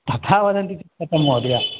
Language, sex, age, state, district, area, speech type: Sanskrit, male, 45-60, Karnataka, Bangalore Urban, urban, conversation